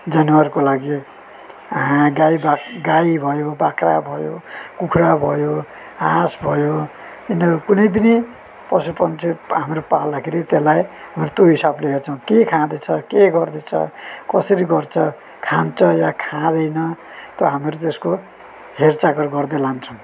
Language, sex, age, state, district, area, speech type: Nepali, male, 45-60, West Bengal, Darjeeling, rural, spontaneous